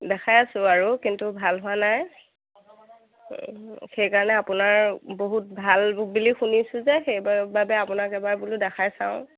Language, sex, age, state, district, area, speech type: Assamese, female, 30-45, Assam, Biswanath, rural, conversation